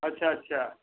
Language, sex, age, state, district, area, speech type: Hindi, male, 60+, Uttar Pradesh, Mau, urban, conversation